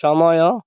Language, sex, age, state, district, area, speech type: Odia, male, 30-45, Odisha, Malkangiri, urban, read